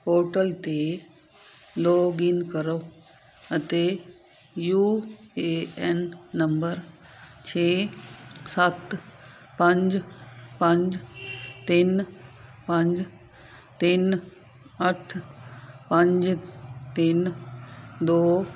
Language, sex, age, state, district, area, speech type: Punjabi, female, 30-45, Punjab, Fazilka, rural, read